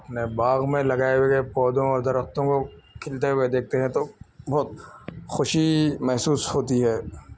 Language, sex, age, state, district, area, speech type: Urdu, male, 45-60, Telangana, Hyderabad, urban, spontaneous